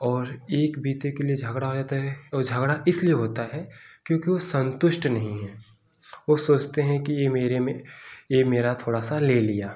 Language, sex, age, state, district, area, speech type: Hindi, male, 18-30, Uttar Pradesh, Jaunpur, rural, spontaneous